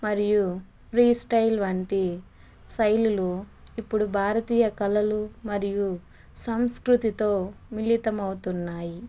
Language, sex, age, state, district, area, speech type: Telugu, female, 30-45, Andhra Pradesh, Chittoor, rural, spontaneous